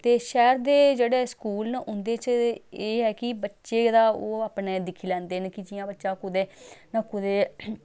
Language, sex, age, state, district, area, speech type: Dogri, female, 30-45, Jammu and Kashmir, Samba, rural, spontaneous